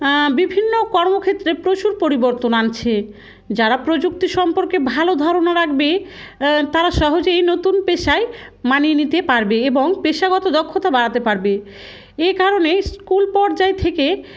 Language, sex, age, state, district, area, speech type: Bengali, female, 30-45, West Bengal, Murshidabad, rural, spontaneous